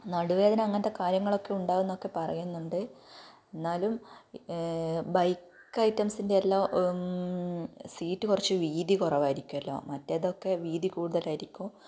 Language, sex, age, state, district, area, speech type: Malayalam, female, 18-30, Kerala, Kannur, rural, spontaneous